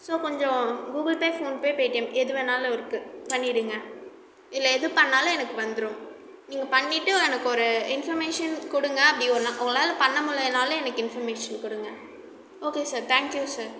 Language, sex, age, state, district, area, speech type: Tamil, female, 30-45, Tamil Nadu, Cuddalore, rural, spontaneous